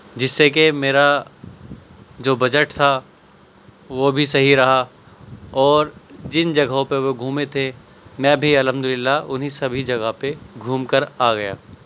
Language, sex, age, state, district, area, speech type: Urdu, male, 18-30, Delhi, South Delhi, urban, spontaneous